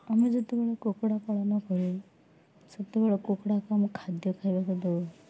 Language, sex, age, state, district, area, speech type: Odia, female, 18-30, Odisha, Nabarangpur, urban, spontaneous